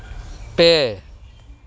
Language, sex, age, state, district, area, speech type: Santali, male, 60+, West Bengal, Malda, rural, read